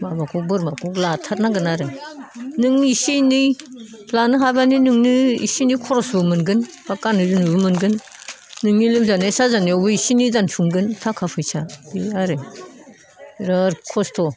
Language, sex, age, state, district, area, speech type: Bodo, female, 60+, Assam, Udalguri, rural, spontaneous